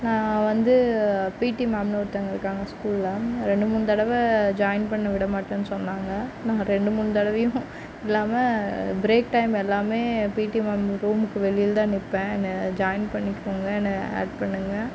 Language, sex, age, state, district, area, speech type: Tamil, female, 30-45, Tamil Nadu, Mayiladuthurai, urban, spontaneous